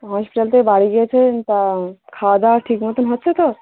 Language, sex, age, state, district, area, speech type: Bengali, female, 18-30, West Bengal, Dakshin Dinajpur, urban, conversation